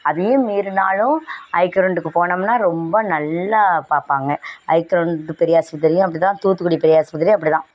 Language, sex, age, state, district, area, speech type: Tamil, female, 60+, Tamil Nadu, Thoothukudi, rural, spontaneous